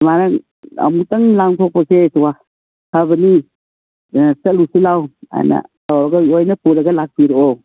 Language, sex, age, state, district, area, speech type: Manipuri, female, 45-60, Manipur, Kangpokpi, urban, conversation